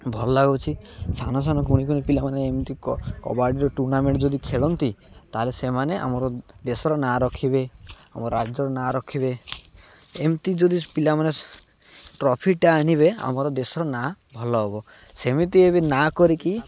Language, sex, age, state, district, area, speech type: Odia, male, 18-30, Odisha, Malkangiri, urban, spontaneous